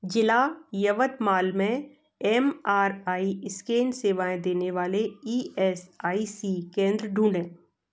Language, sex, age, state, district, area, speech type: Hindi, female, 45-60, Madhya Pradesh, Gwalior, urban, read